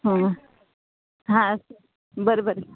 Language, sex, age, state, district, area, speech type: Kannada, female, 60+, Karnataka, Belgaum, rural, conversation